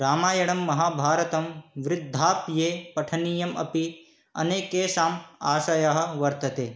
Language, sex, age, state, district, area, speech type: Sanskrit, male, 18-30, Manipur, Kangpokpi, rural, spontaneous